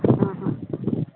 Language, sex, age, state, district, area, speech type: Goan Konkani, female, 18-30, Goa, Quepem, rural, conversation